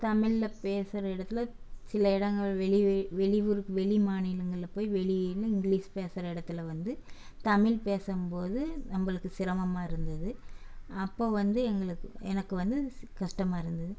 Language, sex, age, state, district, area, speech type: Tamil, female, 60+, Tamil Nadu, Erode, urban, spontaneous